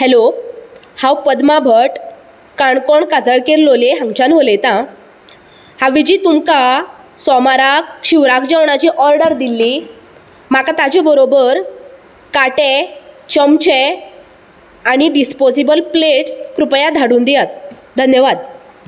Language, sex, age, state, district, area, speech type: Goan Konkani, female, 18-30, Goa, Canacona, rural, spontaneous